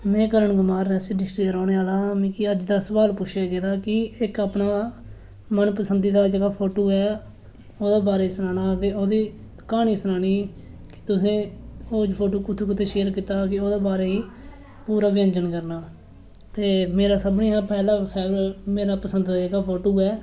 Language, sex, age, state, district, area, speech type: Dogri, male, 18-30, Jammu and Kashmir, Reasi, rural, spontaneous